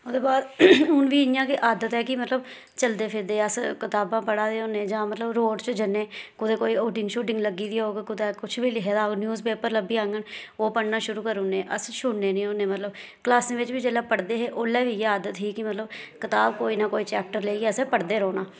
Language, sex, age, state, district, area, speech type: Dogri, female, 30-45, Jammu and Kashmir, Reasi, rural, spontaneous